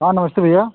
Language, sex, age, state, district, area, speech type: Hindi, male, 18-30, Uttar Pradesh, Azamgarh, rural, conversation